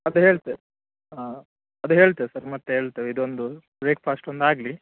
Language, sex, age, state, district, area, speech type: Kannada, male, 30-45, Karnataka, Udupi, urban, conversation